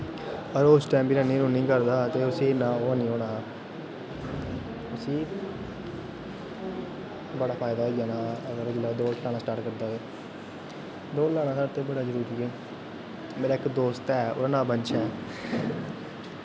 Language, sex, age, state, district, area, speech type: Dogri, male, 18-30, Jammu and Kashmir, Kathua, rural, spontaneous